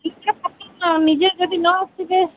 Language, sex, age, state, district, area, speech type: Odia, female, 45-60, Odisha, Sundergarh, rural, conversation